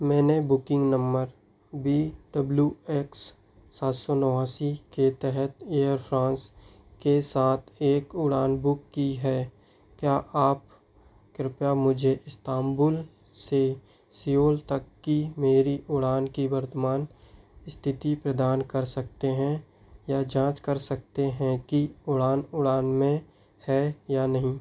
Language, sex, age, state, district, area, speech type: Hindi, male, 18-30, Madhya Pradesh, Seoni, rural, read